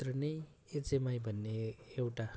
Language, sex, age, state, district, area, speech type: Nepali, male, 18-30, West Bengal, Darjeeling, rural, spontaneous